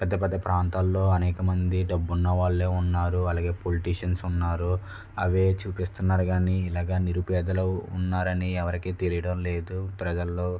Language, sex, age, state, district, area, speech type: Telugu, male, 18-30, Andhra Pradesh, West Godavari, rural, spontaneous